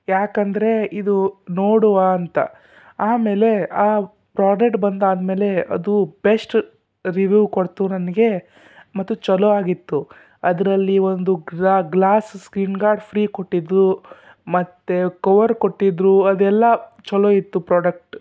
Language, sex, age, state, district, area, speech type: Kannada, male, 30-45, Karnataka, Shimoga, rural, spontaneous